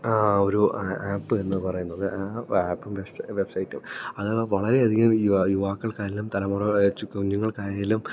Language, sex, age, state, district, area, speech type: Malayalam, male, 18-30, Kerala, Idukki, rural, spontaneous